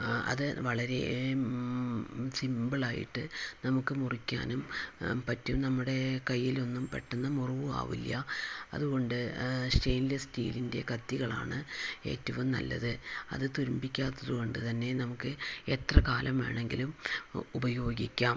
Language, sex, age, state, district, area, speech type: Malayalam, female, 60+, Kerala, Palakkad, rural, spontaneous